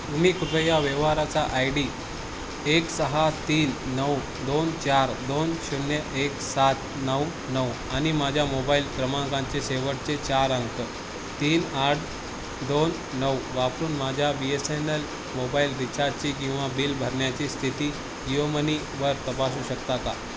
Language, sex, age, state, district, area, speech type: Marathi, male, 18-30, Maharashtra, Nanded, rural, read